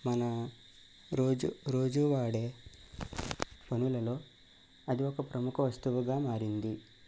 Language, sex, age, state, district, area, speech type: Telugu, male, 18-30, Andhra Pradesh, Eluru, urban, spontaneous